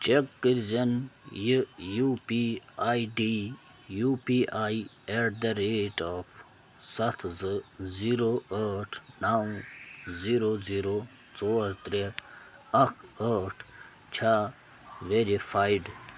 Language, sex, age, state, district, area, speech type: Kashmiri, male, 30-45, Jammu and Kashmir, Bandipora, rural, read